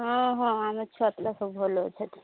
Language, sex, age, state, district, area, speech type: Odia, female, 45-60, Odisha, Angul, rural, conversation